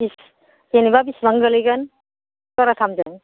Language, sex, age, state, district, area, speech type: Bodo, female, 60+, Assam, Kokrajhar, rural, conversation